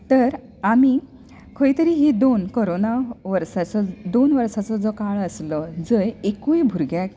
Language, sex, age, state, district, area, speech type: Goan Konkani, female, 30-45, Goa, Bardez, rural, spontaneous